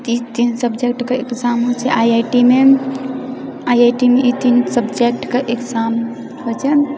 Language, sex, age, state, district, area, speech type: Maithili, female, 18-30, Bihar, Purnia, rural, spontaneous